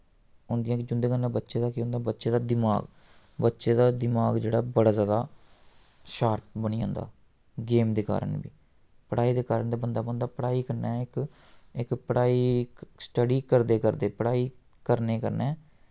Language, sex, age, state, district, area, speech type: Dogri, male, 18-30, Jammu and Kashmir, Samba, rural, spontaneous